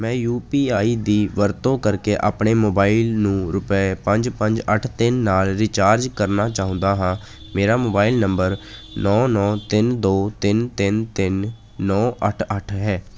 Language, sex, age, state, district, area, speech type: Punjabi, male, 18-30, Punjab, Ludhiana, rural, read